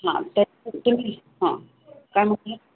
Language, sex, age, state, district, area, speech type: Marathi, female, 60+, Maharashtra, Kolhapur, urban, conversation